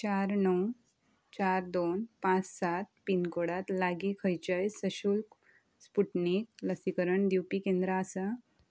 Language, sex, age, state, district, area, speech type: Goan Konkani, female, 18-30, Goa, Ponda, rural, read